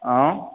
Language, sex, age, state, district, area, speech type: Goan Konkani, male, 45-60, Goa, Bardez, urban, conversation